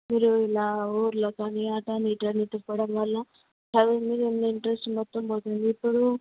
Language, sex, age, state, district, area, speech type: Telugu, female, 18-30, Andhra Pradesh, Visakhapatnam, urban, conversation